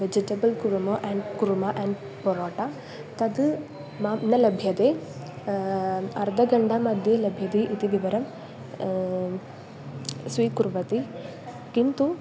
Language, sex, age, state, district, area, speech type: Sanskrit, female, 18-30, Kerala, Malappuram, rural, spontaneous